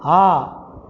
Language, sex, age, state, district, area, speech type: Tamil, male, 60+, Tamil Nadu, Krishnagiri, rural, read